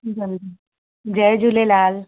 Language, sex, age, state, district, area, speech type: Sindhi, female, 30-45, Gujarat, Kutch, rural, conversation